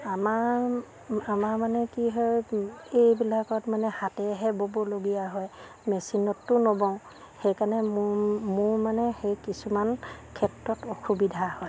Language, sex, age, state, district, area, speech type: Assamese, female, 45-60, Assam, Sivasagar, rural, spontaneous